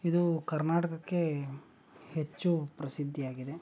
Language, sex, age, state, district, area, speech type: Kannada, male, 18-30, Karnataka, Chikkaballapur, rural, spontaneous